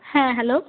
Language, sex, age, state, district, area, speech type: Bengali, female, 30-45, West Bengal, Cooch Behar, rural, conversation